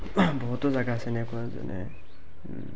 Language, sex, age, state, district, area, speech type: Assamese, male, 18-30, Assam, Barpeta, rural, spontaneous